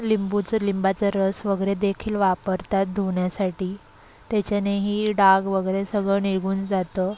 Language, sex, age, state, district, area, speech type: Marathi, female, 18-30, Maharashtra, Solapur, urban, spontaneous